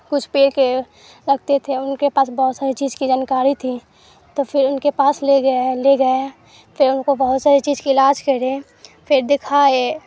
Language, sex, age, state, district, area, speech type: Urdu, female, 18-30, Bihar, Supaul, rural, spontaneous